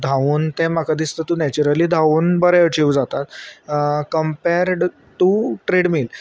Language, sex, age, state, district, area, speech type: Goan Konkani, male, 30-45, Goa, Salcete, urban, spontaneous